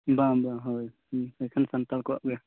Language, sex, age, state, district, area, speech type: Santali, male, 18-30, West Bengal, Jhargram, rural, conversation